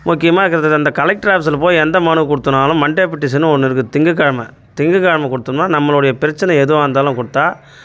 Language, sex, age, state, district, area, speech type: Tamil, male, 45-60, Tamil Nadu, Tiruvannamalai, rural, spontaneous